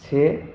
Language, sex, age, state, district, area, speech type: Bodo, male, 18-30, Assam, Chirang, rural, spontaneous